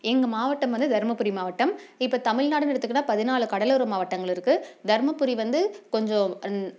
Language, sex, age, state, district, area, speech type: Tamil, female, 30-45, Tamil Nadu, Dharmapuri, rural, spontaneous